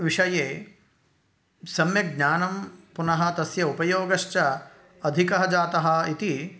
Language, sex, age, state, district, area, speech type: Sanskrit, male, 18-30, Karnataka, Uttara Kannada, rural, spontaneous